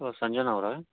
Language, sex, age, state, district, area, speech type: Kannada, male, 30-45, Karnataka, Davanagere, rural, conversation